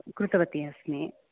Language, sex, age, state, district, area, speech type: Sanskrit, female, 45-60, Telangana, Hyderabad, urban, conversation